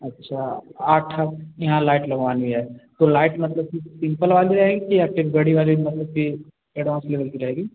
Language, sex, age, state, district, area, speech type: Hindi, male, 18-30, Uttar Pradesh, Azamgarh, rural, conversation